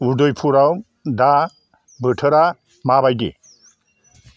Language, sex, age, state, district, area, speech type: Bodo, male, 60+, Assam, Chirang, rural, read